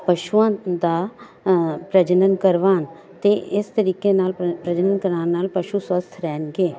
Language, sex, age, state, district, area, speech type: Punjabi, female, 45-60, Punjab, Jalandhar, urban, spontaneous